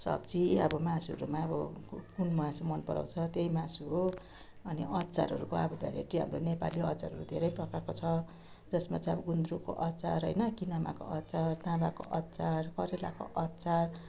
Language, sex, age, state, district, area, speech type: Nepali, female, 60+, West Bengal, Darjeeling, rural, spontaneous